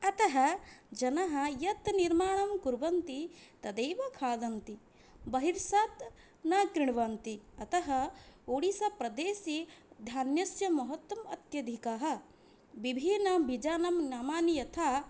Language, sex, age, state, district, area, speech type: Sanskrit, female, 18-30, Odisha, Puri, rural, spontaneous